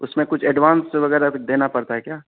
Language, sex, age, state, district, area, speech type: Urdu, male, 18-30, Bihar, Araria, rural, conversation